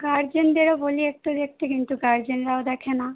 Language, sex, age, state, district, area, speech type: Bengali, female, 18-30, West Bengal, Howrah, urban, conversation